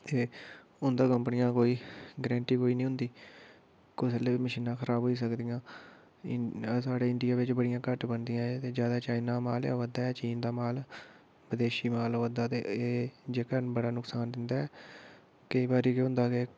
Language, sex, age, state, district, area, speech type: Dogri, male, 30-45, Jammu and Kashmir, Udhampur, urban, spontaneous